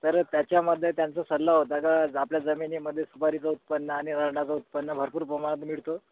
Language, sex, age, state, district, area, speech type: Marathi, male, 30-45, Maharashtra, Gadchiroli, rural, conversation